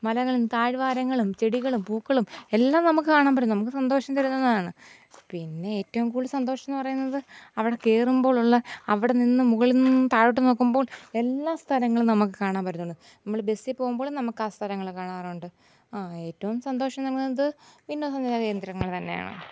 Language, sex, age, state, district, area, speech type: Malayalam, female, 30-45, Kerala, Kollam, rural, spontaneous